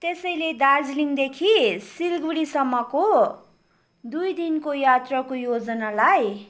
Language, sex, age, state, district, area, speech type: Nepali, female, 18-30, West Bengal, Darjeeling, rural, spontaneous